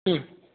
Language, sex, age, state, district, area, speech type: Marathi, male, 30-45, Maharashtra, Amravati, rural, conversation